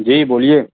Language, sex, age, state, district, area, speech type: Urdu, male, 30-45, Uttar Pradesh, Azamgarh, rural, conversation